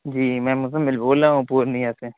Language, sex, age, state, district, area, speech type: Urdu, male, 30-45, Bihar, Purnia, rural, conversation